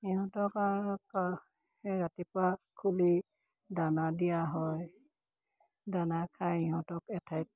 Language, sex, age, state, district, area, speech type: Assamese, female, 45-60, Assam, Dibrugarh, rural, spontaneous